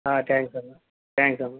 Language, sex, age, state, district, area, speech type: Telugu, male, 60+, Andhra Pradesh, Krishna, rural, conversation